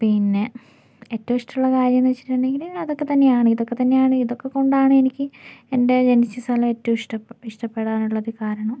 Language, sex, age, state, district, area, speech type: Malayalam, female, 30-45, Kerala, Wayanad, rural, spontaneous